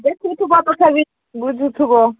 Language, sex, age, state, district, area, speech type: Odia, female, 60+, Odisha, Angul, rural, conversation